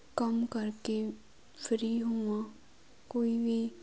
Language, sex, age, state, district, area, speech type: Punjabi, female, 18-30, Punjab, Muktsar, rural, spontaneous